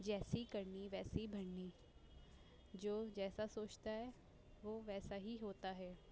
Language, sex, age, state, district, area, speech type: Urdu, female, 18-30, Delhi, North East Delhi, urban, spontaneous